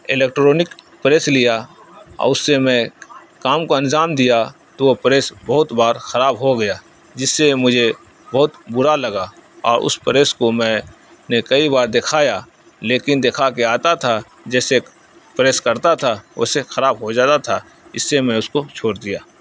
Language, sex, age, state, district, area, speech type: Urdu, male, 30-45, Bihar, Saharsa, rural, spontaneous